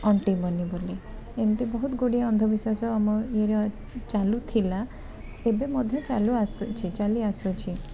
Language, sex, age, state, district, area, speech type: Odia, female, 45-60, Odisha, Bhadrak, rural, spontaneous